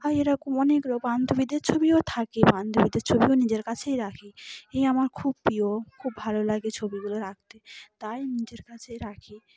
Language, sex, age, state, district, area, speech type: Bengali, female, 30-45, West Bengal, Cooch Behar, urban, spontaneous